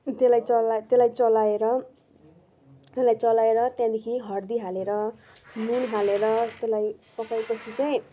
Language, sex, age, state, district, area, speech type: Nepali, female, 45-60, West Bengal, Darjeeling, rural, spontaneous